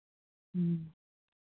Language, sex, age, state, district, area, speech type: Santali, female, 30-45, Jharkhand, East Singhbhum, rural, conversation